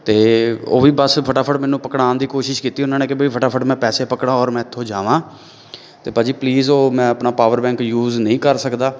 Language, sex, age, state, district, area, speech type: Punjabi, male, 30-45, Punjab, Amritsar, urban, spontaneous